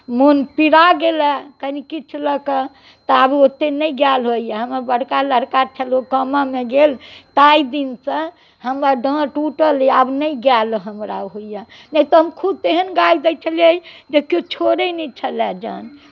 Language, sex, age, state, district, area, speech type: Maithili, female, 60+, Bihar, Muzaffarpur, rural, spontaneous